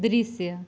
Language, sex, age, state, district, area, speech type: Hindi, female, 30-45, Uttar Pradesh, Azamgarh, rural, read